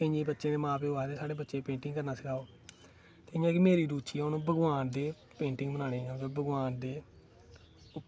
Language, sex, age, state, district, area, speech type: Dogri, male, 18-30, Jammu and Kashmir, Kathua, rural, spontaneous